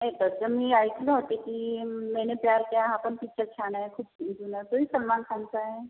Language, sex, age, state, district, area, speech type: Marathi, female, 45-60, Maharashtra, Amravati, urban, conversation